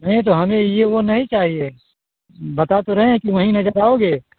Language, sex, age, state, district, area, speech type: Hindi, male, 60+, Uttar Pradesh, Ayodhya, rural, conversation